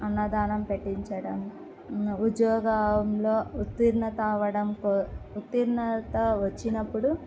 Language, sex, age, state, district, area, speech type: Telugu, female, 18-30, Andhra Pradesh, Kadapa, urban, spontaneous